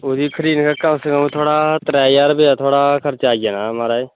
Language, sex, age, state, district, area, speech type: Dogri, male, 18-30, Jammu and Kashmir, Kathua, rural, conversation